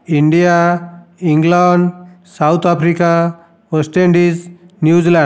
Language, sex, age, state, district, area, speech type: Odia, male, 45-60, Odisha, Dhenkanal, rural, spontaneous